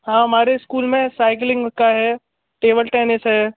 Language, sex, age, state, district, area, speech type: Hindi, male, 18-30, Rajasthan, Bharatpur, urban, conversation